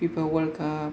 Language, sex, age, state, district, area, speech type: Bodo, male, 30-45, Assam, Kokrajhar, rural, spontaneous